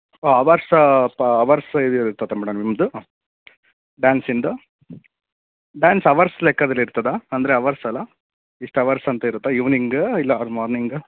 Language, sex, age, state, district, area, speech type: Kannada, male, 30-45, Karnataka, Davanagere, urban, conversation